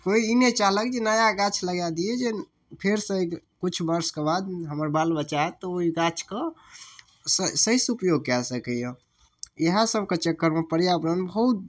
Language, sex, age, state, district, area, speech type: Maithili, male, 18-30, Bihar, Darbhanga, rural, spontaneous